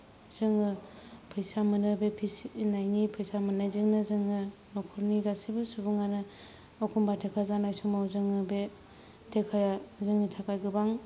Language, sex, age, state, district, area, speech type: Bodo, female, 30-45, Assam, Kokrajhar, rural, spontaneous